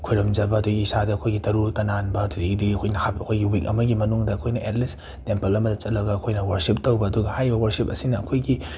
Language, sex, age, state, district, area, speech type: Manipuri, male, 18-30, Manipur, Imphal West, urban, spontaneous